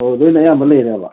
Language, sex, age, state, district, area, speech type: Manipuri, male, 60+, Manipur, Thoubal, rural, conversation